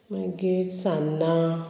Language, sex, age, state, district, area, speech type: Goan Konkani, female, 45-60, Goa, Murmgao, urban, spontaneous